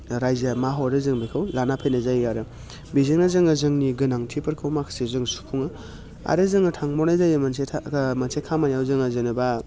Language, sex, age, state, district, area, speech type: Bodo, male, 30-45, Assam, Baksa, urban, spontaneous